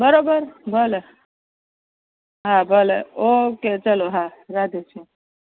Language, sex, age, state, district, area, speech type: Gujarati, female, 30-45, Gujarat, Rajkot, urban, conversation